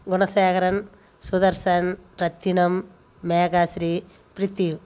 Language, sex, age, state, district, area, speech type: Tamil, female, 30-45, Tamil Nadu, Coimbatore, rural, spontaneous